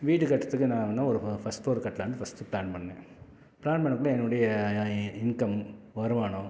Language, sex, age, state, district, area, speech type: Tamil, male, 45-60, Tamil Nadu, Salem, rural, spontaneous